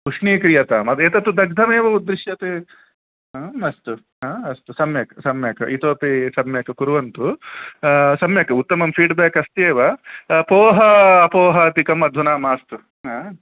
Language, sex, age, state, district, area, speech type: Sanskrit, male, 30-45, Karnataka, Udupi, urban, conversation